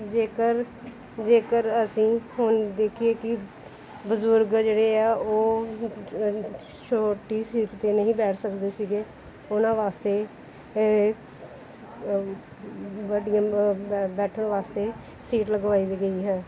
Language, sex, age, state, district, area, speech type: Punjabi, female, 30-45, Punjab, Gurdaspur, urban, spontaneous